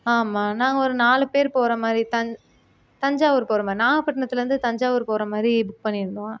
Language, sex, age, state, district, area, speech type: Tamil, female, 18-30, Tamil Nadu, Nagapattinam, rural, spontaneous